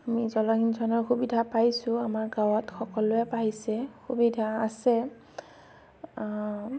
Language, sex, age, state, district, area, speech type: Assamese, female, 18-30, Assam, Darrang, rural, spontaneous